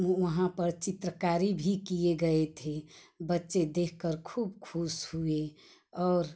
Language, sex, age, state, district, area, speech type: Hindi, female, 45-60, Uttar Pradesh, Ghazipur, rural, spontaneous